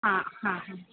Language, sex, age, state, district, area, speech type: Sanskrit, female, 18-30, Kerala, Thrissur, rural, conversation